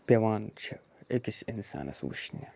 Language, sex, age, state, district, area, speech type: Kashmiri, male, 18-30, Jammu and Kashmir, Budgam, rural, spontaneous